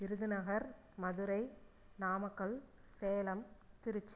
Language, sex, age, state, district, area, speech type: Tamil, female, 45-60, Tamil Nadu, Erode, rural, spontaneous